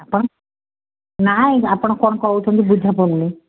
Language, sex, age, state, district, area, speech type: Odia, female, 60+, Odisha, Gajapati, rural, conversation